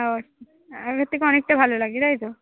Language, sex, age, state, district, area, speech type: Bengali, female, 30-45, West Bengal, Dakshin Dinajpur, rural, conversation